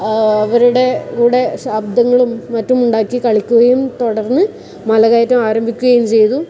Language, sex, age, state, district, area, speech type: Malayalam, female, 18-30, Kerala, Kasaragod, urban, spontaneous